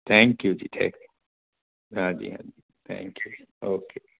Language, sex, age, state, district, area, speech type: Punjabi, male, 45-60, Punjab, Patiala, urban, conversation